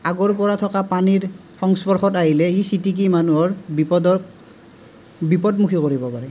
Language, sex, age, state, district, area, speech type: Assamese, male, 18-30, Assam, Nalbari, rural, spontaneous